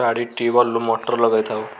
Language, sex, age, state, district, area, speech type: Odia, male, 45-60, Odisha, Kendujhar, urban, spontaneous